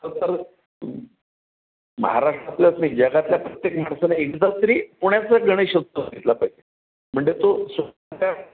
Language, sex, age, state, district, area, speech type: Marathi, male, 45-60, Maharashtra, Pune, urban, conversation